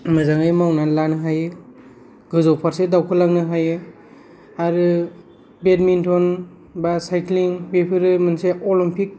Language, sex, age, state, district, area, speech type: Bodo, male, 45-60, Assam, Kokrajhar, rural, spontaneous